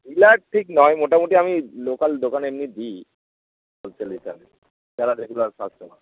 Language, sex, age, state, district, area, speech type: Bengali, male, 30-45, West Bengal, Darjeeling, rural, conversation